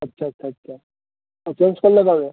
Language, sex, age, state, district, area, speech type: Bengali, male, 18-30, West Bengal, Birbhum, urban, conversation